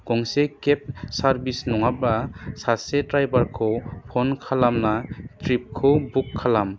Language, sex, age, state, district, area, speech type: Bodo, male, 30-45, Assam, Udalguri, urban, spontaneous